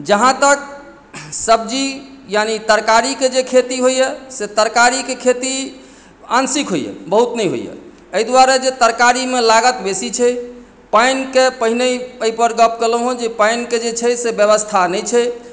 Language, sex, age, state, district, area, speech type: Maithili, female, 60+, Bihar, Madhubani, urban, spontaneous